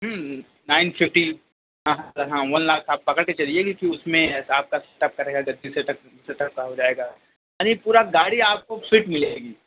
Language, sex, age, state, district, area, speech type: Urdu, male, 18-30, Delhi, North West Delhi, urban, conversation